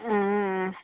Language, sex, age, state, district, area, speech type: Kannada, female, 30-45, Karnataka, Mandya, rural, conversation